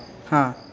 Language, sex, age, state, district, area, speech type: Marathi, male, 18-30, Maharashtra, Sangli, urban, spontaneous